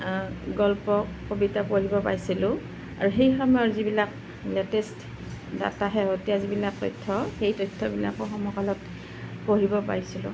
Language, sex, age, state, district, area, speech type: Assamese, female, 45-60, Assam, Nalbari, rural, spontaneous